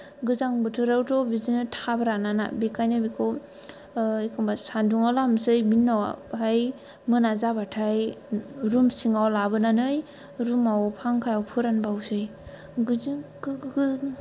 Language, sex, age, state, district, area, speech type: Bodo, female, 18-30, Assam, Kokrajhar, urban, spontaneous